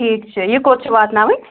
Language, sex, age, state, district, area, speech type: Kashmiri, female, 18-30, Jammu and Kashmir, Ganderbal, rural, conversation